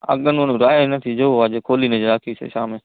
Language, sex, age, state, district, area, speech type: Gujarati, male, 30-45, Gujarat, Kutch, urban, conversation